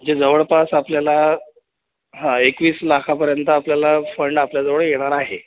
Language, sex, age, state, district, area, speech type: Marathi, male, 30-45, Maharashtra, Buldhana, urban, conversation